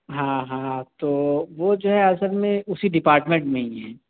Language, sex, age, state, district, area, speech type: Urdu, male, 18-30, Delhi, South Delhi, urban, conversation